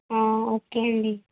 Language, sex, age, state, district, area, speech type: Telugu, female, 18-30, Andhra Pradesh, N T Rama Rao, urban, conversation